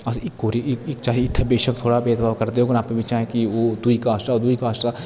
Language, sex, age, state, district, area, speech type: Dogri, male, 30-45, Jammu and Kashmir, Jammu, rural, spontaneous